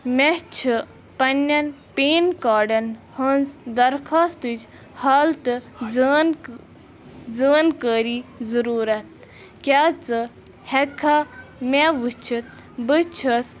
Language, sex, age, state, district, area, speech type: Kashmiri, female, 18-30, Jammu and Kashmir, Bandipora, rural, read